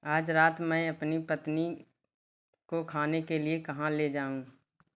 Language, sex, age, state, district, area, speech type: Hindi, female, 45-60, Uttar Pradesh, Bhadohi, urban, read